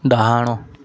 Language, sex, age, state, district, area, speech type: Odia, male, 18-30, Odisha, Koraput, urban, read